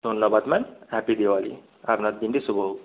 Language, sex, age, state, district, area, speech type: Bengali, male, 18-30, West Bengal, Purba Medinipur, rural, conversation